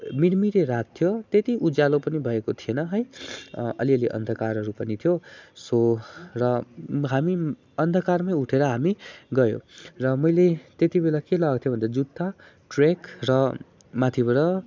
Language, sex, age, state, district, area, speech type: Nepali, male, 18-30, West Bengal, Darjeeling, rural, spontaneous